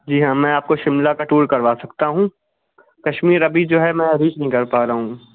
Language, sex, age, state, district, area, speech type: Urdu, male, 18-30, Uttar Pradesh, Shahjahanpur, urban, conversation